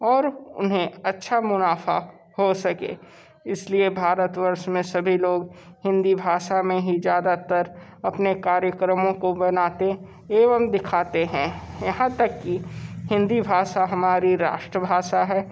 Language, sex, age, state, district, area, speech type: Hindi, male, 30-45, Uttar Pradesh, Sonbhadra, rural, spontaneous